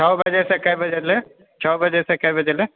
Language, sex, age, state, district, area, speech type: Maithili, male, 18-30, Bihar, Purnia, rural, conversation